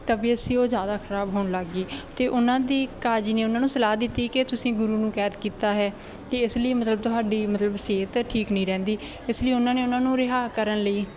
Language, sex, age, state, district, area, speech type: Punjabi, female, 18-30, Punjab, Bathinda, rural, spontaneous